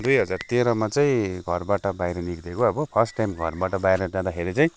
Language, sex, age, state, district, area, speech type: Nepali, male, 45-60, West Bengal, Kalimpong, rural, spontaneous